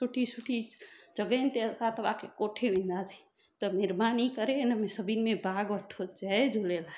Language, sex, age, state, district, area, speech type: Sindhi, female, 30-45, Gujarat, Surat, urban, spontaneous